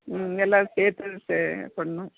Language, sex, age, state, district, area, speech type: Tamil, female, 60+, Tamil Nadu, Nilgiris, rural, conversation